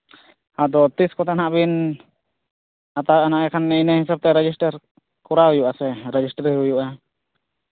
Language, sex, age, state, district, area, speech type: Santali, male, 18-30, Jharkhand, East Singhbhum, rural, conversation